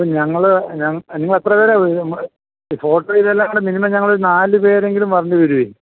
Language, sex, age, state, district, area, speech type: Malayalam, male, 45-60, Kerala, Alappuzha, urban, conversation